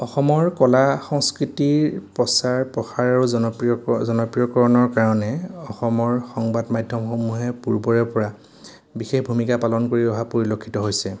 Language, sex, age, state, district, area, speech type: Assamese, male, 30-45, Assam, Majuli, urban, spontaneous